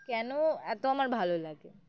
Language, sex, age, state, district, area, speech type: Bengali, female, 18-30, West Bengal, Uttar Dinajpur, urban, spontaneous